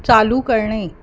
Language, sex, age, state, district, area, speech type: Marathi, female, 45-60, Maharashtra, Mumbai Suburban, urban, read